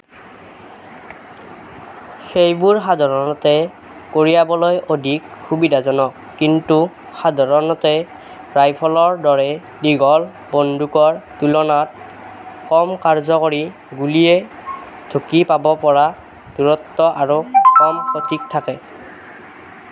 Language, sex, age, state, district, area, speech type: Assamese, male, 18-30, Assam, Nagaon, rural, read